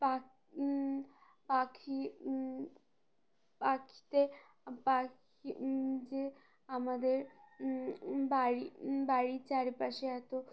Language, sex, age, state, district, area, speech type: Bengali, female, 18-30, West Bengal, Uttar Dinajpur, urban, spontaneous